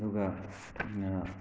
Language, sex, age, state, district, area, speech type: Manipuri, male, 45-60, Manipur, Thoubal, rural, spontaneous